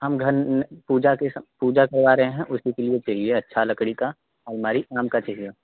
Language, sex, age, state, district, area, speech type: Hindi, male, 18-30, Uttar Pradesh, Prayagraj, urban, conversation